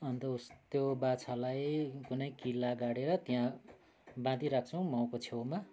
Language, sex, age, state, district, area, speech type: Nepali, male, 45-60, West Bengal, Kalimpong, rural, spontaneous